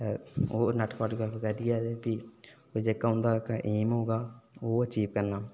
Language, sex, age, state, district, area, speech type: Dogri, male, 18-30, Jammu and Kashmir, Udhampur, rural, spontaneous